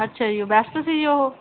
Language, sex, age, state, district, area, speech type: Punjabi, female, 18-30, Punjab, Barnala, rural, conversation